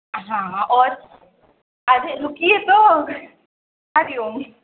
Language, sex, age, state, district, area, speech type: Sindhi, female, 18-30, Uttar Pradesh, Lucknow, urban, conversation